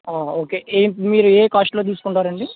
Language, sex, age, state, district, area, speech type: Telugu, male, 18-30, Telangana, Khammam, urban, conversation